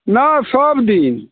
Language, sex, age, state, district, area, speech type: Maithili, male, 60+, Bihar, Sitamarhi, rural, conversation